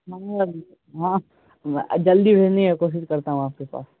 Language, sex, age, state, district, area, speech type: Urdu, male, 18-30, Bihar, Saharsa, rural, conversation